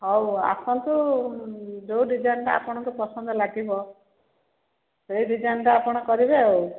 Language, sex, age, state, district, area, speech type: Odia, female, 45-60, Odisha, Khordha, rural, conversation